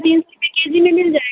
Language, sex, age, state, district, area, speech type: Urdu, female, 18-30, Bihar, Supaul, rural, conversation